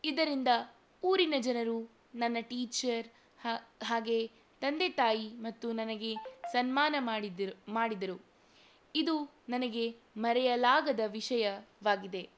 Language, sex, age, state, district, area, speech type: Kannada, female, 18-30, Karnataka, Shimoga, rural, spontaneous